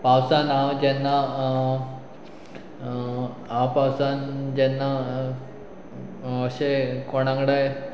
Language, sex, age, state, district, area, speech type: Goan Konkani, male, 30-45, Goa, Pernem, rural, spontaneous